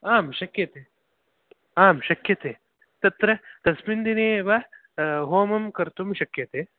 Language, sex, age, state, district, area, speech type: Sanskrit, male, 18-30, Karnataka, Bangalore Urban, urban, conversation